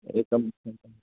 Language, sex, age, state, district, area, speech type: Sanskrit, male, 30-45, Karnataka, Dakshina Kannada, rural, conversation